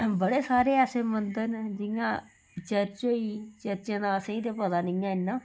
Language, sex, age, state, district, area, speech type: Dogri, female, 60+, Jammu and Kashmir, Udhampur, rural, spontaneous